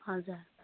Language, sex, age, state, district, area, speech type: Nepali, female, 18-30, West Bengal, Kalimpong, rural, conversation